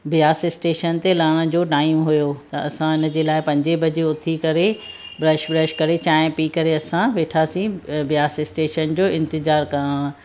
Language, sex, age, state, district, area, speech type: Sindhi, female, 45-60, Maharashtra, Thane, urban, spontaneous